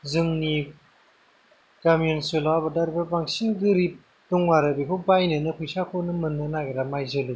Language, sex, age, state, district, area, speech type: Bodo, male, 30-45, Assam, Kokrajhar, rural, spontaneous